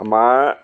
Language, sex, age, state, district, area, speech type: Assamese, male, 60+, Assam, Golaghat, urban, spontaneous